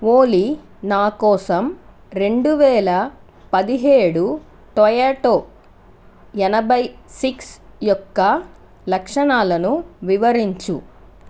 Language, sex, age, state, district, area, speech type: Telugu, female, 30-45, Andhra Pradesh, Chittoor, rural, read